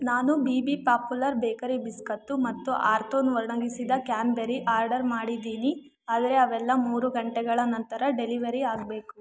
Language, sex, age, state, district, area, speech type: Kannada, female, 18-30, Karnataka, Chitradurga, rural, read